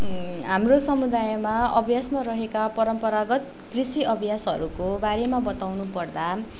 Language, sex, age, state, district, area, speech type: Nepali, female, 18-30, West Bengal, Darjeeling, rural, spontaneous